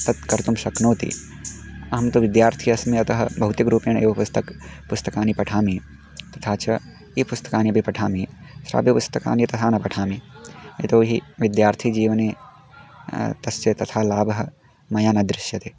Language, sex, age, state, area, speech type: Sanskrit, male, 18-30, Uttarakhand, rural, spontaneous